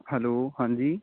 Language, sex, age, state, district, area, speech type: Punjabi, male, 18-30, Punjab, Mohali, rural, conversation